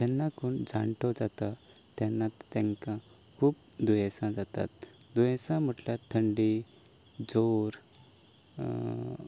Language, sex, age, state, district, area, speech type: Goan Konkani, male, 18-30, Goa, Canacona, rural, spontaneous